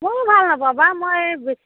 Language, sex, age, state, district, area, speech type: Assamese, female, 45-60, Assam, Majuli, urban, conversation